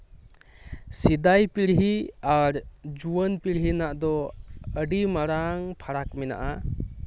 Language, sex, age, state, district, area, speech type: Santali, male, 18-30, West Bengal, Birbhum, rural, spontaneous